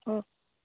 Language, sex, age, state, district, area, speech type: Telugu, female, 30-45, Telangana, Ranga Reddy, rural, conversation